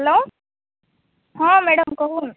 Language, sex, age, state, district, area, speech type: Odia, female, 18-30, Odisha, Sambalpur, rural, conversation